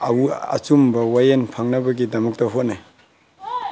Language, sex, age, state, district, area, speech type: Manipuri, male, 45-60, Manipur, Tengnoupal, rural, spontaneous